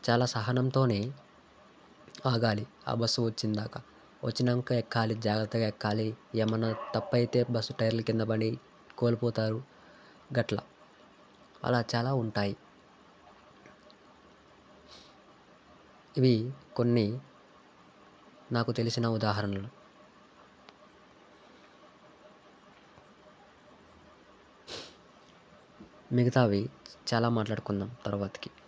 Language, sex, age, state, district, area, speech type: Telugu, male, 18-30, Telangana, Sangareddy, urban, spontaneous